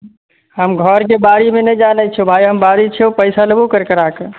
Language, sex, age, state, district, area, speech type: Maithili, male, 18-30, Bihar, Muzaffarpur, rural, conversation